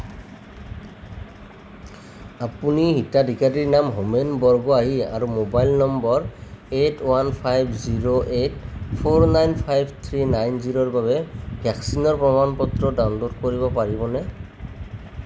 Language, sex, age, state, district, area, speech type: Assamese, male, 30-45, Assam, Nalbari, rural, read